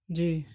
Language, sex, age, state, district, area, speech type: Urdu, male, 30-45, Delhi, Central Delhi, urban, spontaneous